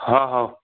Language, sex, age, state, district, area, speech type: Odia, male, 60+, Odisha, Jharsuguda, rural, conversation